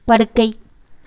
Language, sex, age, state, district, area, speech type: Tamil, female, 60+, Tamil Nadu, Erode, urban, read